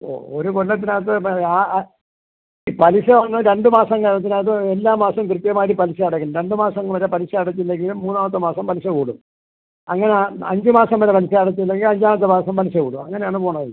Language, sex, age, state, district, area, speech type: Malayalam, male, 60+, Kerala, Thiruvananthapuram, urban, conversation